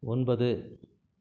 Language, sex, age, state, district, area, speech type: Tamil, male, 30-45, Tamil Nadu, Krishnagiri, rural, read